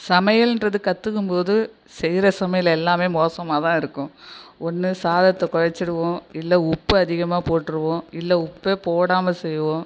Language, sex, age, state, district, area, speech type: Tamil, female, 60+, Tamil Nadu, Nagapattinam, rural, spontaneous